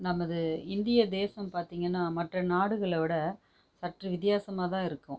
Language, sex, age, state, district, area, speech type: Tamil, female, 30-45, Tamil Nadu, Tiruchirappalli, rural, spontaneous